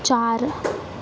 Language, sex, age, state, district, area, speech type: Marathi, female, 18-30, Maharashtra, Mumbai Suburban, urban, read